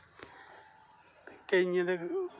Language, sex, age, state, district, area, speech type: Dogri, male, 30-45, Jammu and Kashmir, Kathua, rural, spontaneous